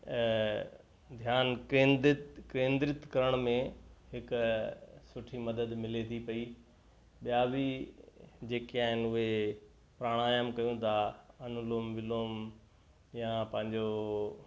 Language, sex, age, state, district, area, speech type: Sindhi, male, 60+, Gujarat, Kutch, urban, spontaneous